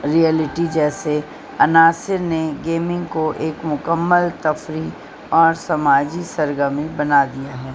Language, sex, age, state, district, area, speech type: Urdu, female, 60+, Delhi, North East Delhi, urban, spontaneous